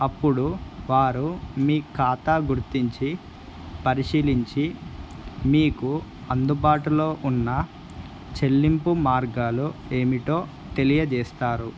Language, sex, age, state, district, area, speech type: Telugu, male, 18-30, Andhra Pradesh, Kadapa, urban, spontaneous